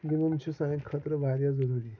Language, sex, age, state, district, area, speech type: Kashmiri, male, 18-30, Jammu and Kashmir, Pulwama, rural, spontaneous